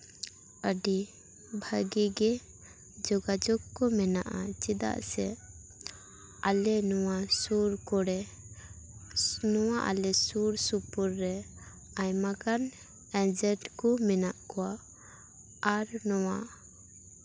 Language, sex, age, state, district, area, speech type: Santali, female, 18-30, West Bengal, Purba Bardhaman, rural, spontaneous